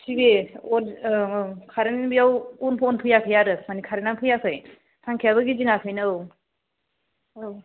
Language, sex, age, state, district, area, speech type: Bodo, female, 30-45, Assam, Kokrajhar, rural, conversation